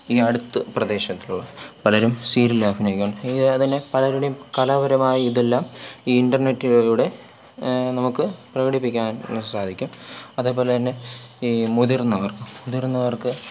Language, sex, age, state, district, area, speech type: Malayalam, male, 18-30, Kerala, Thiruvananthapuram, rural, spontaneous